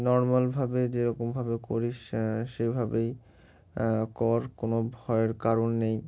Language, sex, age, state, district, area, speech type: Bengali, male, 18-30, West Bengal, Murshidabad, urban, spontaneous